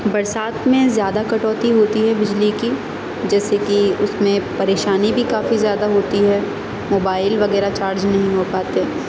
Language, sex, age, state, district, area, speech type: Urdu, female, 18-30, Uttar Pradesh, Aligarh, urban, spontaneous